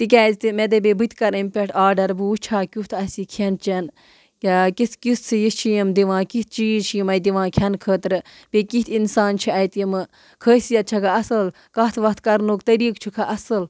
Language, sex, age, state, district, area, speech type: Kashmiri, female, 18-30, Jammu and Kashmir, Budgam, rural, spontaneous